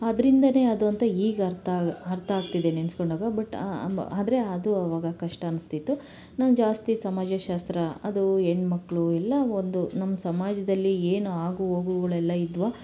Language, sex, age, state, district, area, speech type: Kannada, female, 30-45, Karnataka, Chitradurga, urban, spontaneous